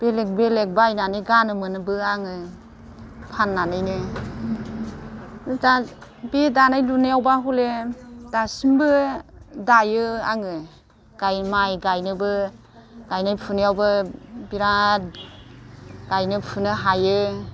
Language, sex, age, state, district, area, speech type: Bodo, female, 60+, Assam, Udalguri, rural, spontaneous